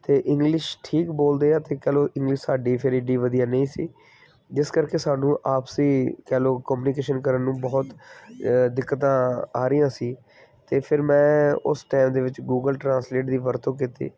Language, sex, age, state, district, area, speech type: Punjabi, male, 30-45, Punjab, Kapurthala, urban, spontaneous